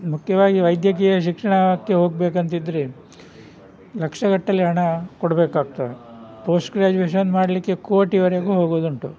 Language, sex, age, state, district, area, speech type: Kannada, male, 60+, Karnataka, Udupi, rural, spontaneous